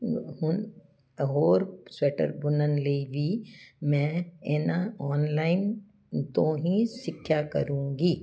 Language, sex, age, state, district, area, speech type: Punjabi, female, 60+, Punjab, Jalandhar, urban, spontaneous